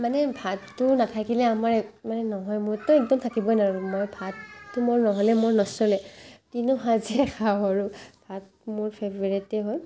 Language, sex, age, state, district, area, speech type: Assamese, female, 18-30, Assam, Barpeta, rural, spontaneous